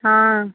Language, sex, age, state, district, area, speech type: Odia, female, 60+, Odisha, Jharsuguda, rural, conversation